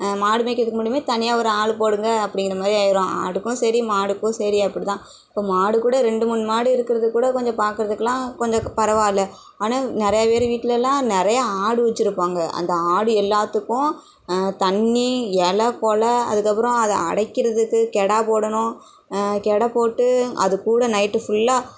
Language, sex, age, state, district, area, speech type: Tamil, female, 18-30, Tamil Nadu, Tirunelveli, rural, spontaneous